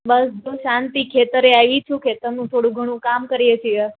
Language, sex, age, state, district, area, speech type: Gujarati, female, 18-30, Gujarat, Ahmedabad, urban, conversation